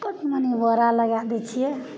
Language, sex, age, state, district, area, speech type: Maithili, female, 30-45, Bihar, Madhepura, rural, spontaneous